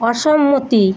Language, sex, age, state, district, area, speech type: Bengali, female, 45-60, West Bengal, Kolkata, urban, read